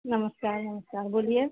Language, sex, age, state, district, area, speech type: Hindi, female, 60+, Bihar, Vaishali, urban, conversation